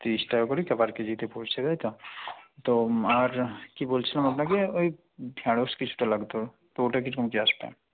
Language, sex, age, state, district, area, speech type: Bengali, male, 18-30, West Bengal, Purba Medinipur, rural, conversation